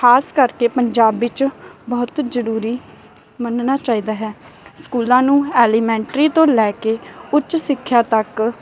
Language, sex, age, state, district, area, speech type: Punjabi, female, 18-30, Punjab, Barnala, rural, spontaneous